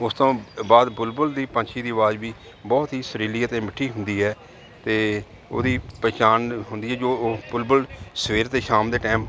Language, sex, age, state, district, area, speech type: Punjabi, male, 45-60, Punjab, Jalandhar, urban, spontaneous